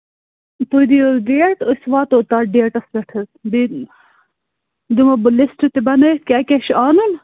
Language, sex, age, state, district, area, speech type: Kashmiri, female, 30-45, Jammu and Kashmir, Bandipora, rural, conversation